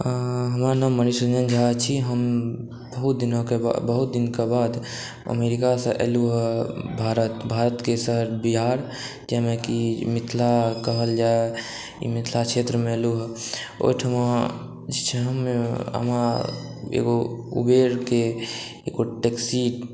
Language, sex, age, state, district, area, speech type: Maithili, male, 60+, Bihar, Saharsa, urban, spontaneous